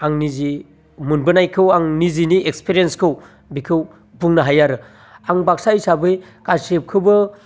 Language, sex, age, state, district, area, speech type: Bodo, male, 30-45, Assam, Baksa, urban, spontaneous